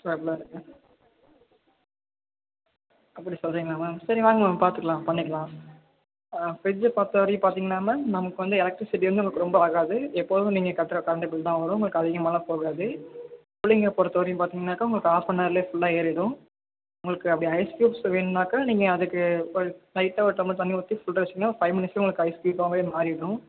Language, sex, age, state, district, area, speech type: Tamil, male, 18-30, Tamil Nadu, Thanjavur, rural, conversation